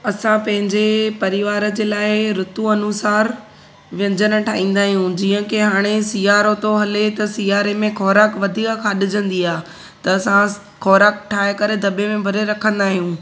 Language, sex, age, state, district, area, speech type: Sindhi, female, 18-30, Gujarat, Surat, urban, spontaneous